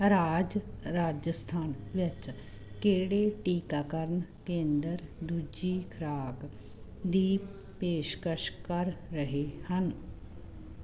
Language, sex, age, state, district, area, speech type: Punjabi, female, 30-45, Punjab, Muktsar, urban, read